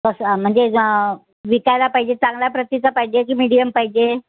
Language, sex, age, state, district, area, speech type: Marathi, female, 45-60, Maharashtra, Nagpur, urban, conversation